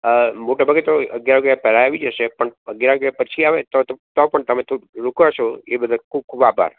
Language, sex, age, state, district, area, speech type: Gujarati, male, 60+, Gujarat, Anand, urban, conversation